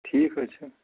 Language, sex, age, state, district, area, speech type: Kashmiri, male, 45-60, Jammu and Kashmir, Ganderbal, urban, conversation